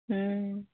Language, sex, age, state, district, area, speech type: Maithili, female, 30-45, Bihar, Samastipur, urban, conversation